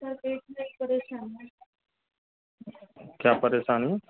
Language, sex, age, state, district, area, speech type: Hindi, male, 30-45, Rajasthan, Karauli, rural, conversation